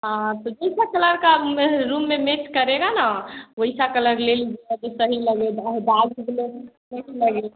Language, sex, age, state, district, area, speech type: Hindi, female, 18-30, Bihar, Samastipur, rural, conversation